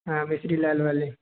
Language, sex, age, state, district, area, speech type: Hindi, male, 30-45, Rajasthan, Jodhpur, urban, conversation